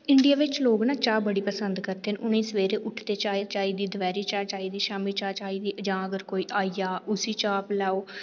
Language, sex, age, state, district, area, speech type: Dogri, female, 18-30, Jammu and Kashmir, Reasi, rural, spontaneous